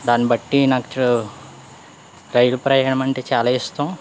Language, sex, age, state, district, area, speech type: Telugu, male, 18-30, Andhra Pradesh, East Godavari, urban, spontaneous